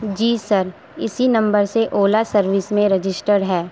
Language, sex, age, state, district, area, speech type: Urdu, female, 18-30, Uttar Pradesh, Gautam Buddha Nagar, urban, spontaneous